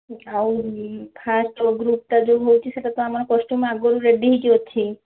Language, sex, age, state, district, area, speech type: Odia, female, 30-45, Odisha, Balasore, rural, conversation